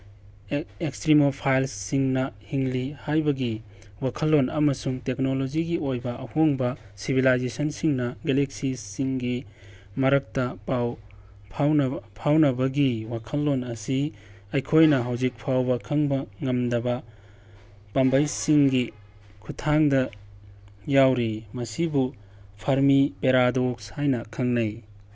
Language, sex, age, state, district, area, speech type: Manipuri, male, 18-30, Manipur, Tengnoupal, rural, spontaneous